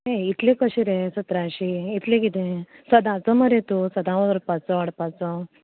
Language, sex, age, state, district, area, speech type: Goan Konkani, female, 18-30, Goa, Canacona, rural, conversation